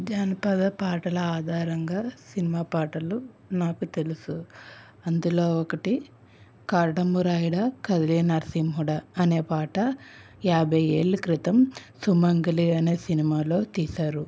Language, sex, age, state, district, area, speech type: Telugu, female, 18-30, Andhra Pradesh, Anakapalli, rural, spontaneous